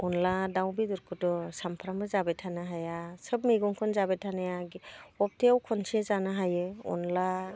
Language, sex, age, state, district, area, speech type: Bodo, female, 45-60, Assam, Udalguri, rural, spontaneous